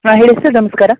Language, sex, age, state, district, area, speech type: Kannada, male, 18-30, Karnataka, Uttara Kannada, rural, conversation